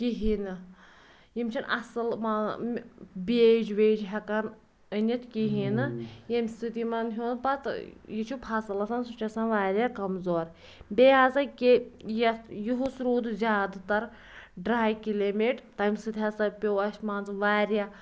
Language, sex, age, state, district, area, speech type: Kashmiri, female, 18-30, Jammu and Kashmir, Pulwama, rural, spontaneous